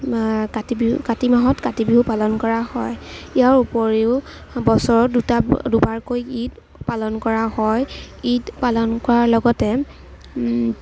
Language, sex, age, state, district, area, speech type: Assamese, female, 18-30, Assam, Kamrup Metropolitan, urban, spontaneous